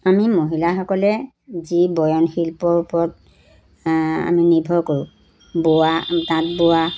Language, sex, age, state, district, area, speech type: Assamese, female, 60+, Assam, Golaghat, rural, spontaneous